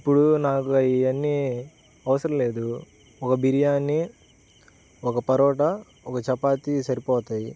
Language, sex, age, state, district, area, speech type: Telugu, male, 18-30, Andhra Pradesh, Bapatla, urban, spontaneous